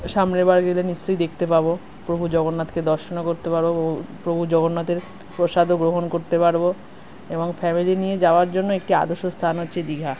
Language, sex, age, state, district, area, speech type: Bengali, female, 30-45, West Bengal, Kolkata, urban, spontaneous